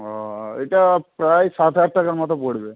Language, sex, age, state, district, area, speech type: Bengali, male, 18-30, West Bengal, Jhargram, rural, conversation